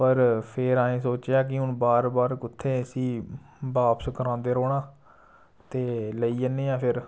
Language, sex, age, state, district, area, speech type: Dogri, male, 18-30, Jammu and Kashmir, Samba, rural, spontaneous